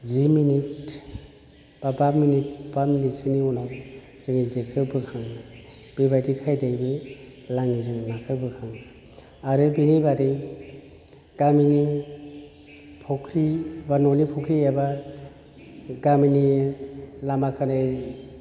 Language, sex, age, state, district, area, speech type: Bodo, male, 45-60, Assam, Udalguri, urban, spontaneous